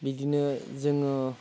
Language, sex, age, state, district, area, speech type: Bodo, male, 18-30, Assam, Udalguri, urban, spontaneous